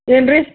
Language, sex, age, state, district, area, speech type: Kannada, female, 60+, Karnataka, Gulbarga, urban, conversation